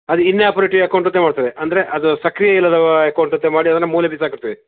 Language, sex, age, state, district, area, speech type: Kannada, male, 45-60, Karnataka, Shimoga, rural, conversation